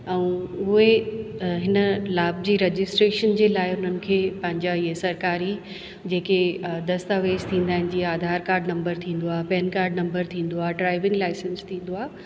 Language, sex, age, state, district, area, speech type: Sindhi, female, 45-60, Rajasthan, Ajmer, urban, spontaneous